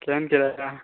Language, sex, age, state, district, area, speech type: Maithili, male, 18-30, Bihar, Muzaffarpur, rural, conversation